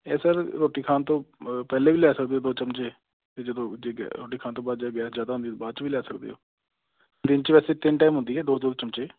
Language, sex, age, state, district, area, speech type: Punjabi, male, 30-45, Punjab, Amritsar, urban, conversation